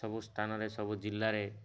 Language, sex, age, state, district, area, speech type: Odia, male, 18-30, Odisha, Malkangiri, urban, spontaneous